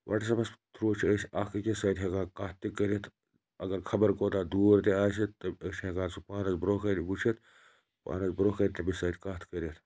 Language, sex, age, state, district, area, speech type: Kashmiri, male, 18-30, Jammu and Kashmir, Budgam, rural, spontaneous